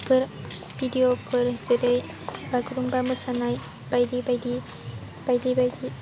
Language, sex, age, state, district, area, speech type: Bodo, female, 18-30, Assam, Baksa, rural, spontaneous